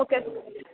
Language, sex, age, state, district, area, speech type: Marathi, female, 18-30, Maharashtra, Kolhapur, urban, conversation